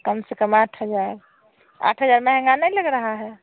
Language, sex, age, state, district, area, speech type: Hindi, female, 45-60, Bihar, Samastipur, rural, conversation